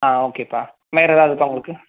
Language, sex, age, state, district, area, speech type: Tamil, male, 30-45, Tamil Nadu, Ariyalur, rural, conversation